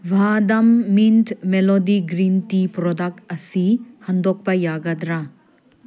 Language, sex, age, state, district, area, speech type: Manipuri, female, 30-45, Manipur, Senapati, urban, read